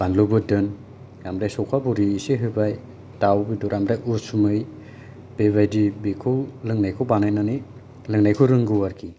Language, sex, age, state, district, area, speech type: Bodo, male, 45-60, Assam, Kokrajhar, rural, spontaneous